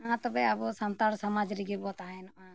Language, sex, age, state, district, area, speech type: Santali, female, 60+, Jharkhand, Bokaro, rural, spontaneous